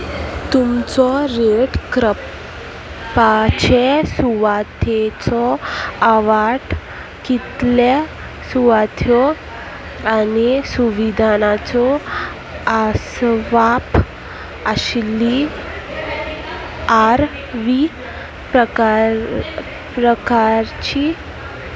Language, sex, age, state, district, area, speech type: Goan Konkani, female, 18-30, Goa, Salcete, rural, read